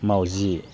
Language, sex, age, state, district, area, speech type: Bodo, male, 45-60, Assam, Chirang, rural, read